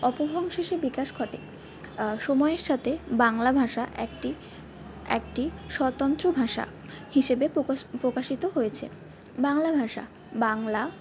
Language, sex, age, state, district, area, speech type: Bengali, female, 45-60, West Bengal, Purba Bardhaman, rural, spontaneous